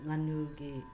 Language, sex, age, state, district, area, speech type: Manipuri, female, 45-60, Manipur, Senapati, rural, spontaneous